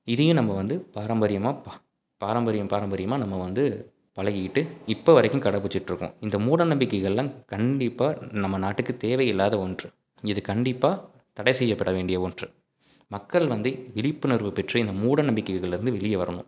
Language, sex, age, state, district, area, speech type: Tamil, male, 18-30, Tamil Nadu, Salem, rural, spontaneous